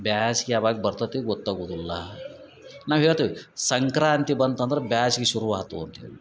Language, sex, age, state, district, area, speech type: Kannada, male, 45-60, Karnataka, Dharwad, rural, spontaneous